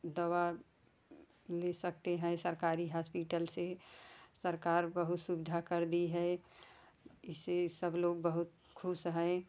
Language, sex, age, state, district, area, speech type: Hindi, female, 45-60, Uttar Pradesh, Jaunpur, rural, spontaneous